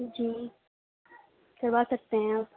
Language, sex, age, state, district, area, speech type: Urdu, female, 18-30, Uttar Pradesh, Ghaziabad, urban, conversation